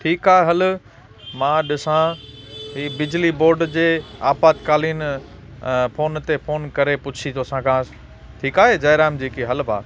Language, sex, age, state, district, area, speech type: Sindhi, male, 30-45, Gujarat, Kutch, urban, spontaneous